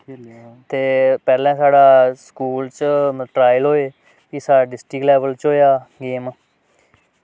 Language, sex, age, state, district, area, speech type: Dogri, male, 18-30, Jammu and Kashmir, Samba, rural, spontaneous